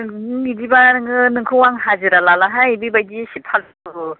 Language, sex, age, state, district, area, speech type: Bodo, female, 45-60, Assam, Baksa, rural, conversation